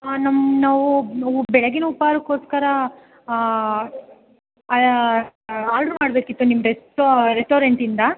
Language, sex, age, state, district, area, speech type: Kannada, female, 18-30, Karnataka, Tumkur, rural, conversation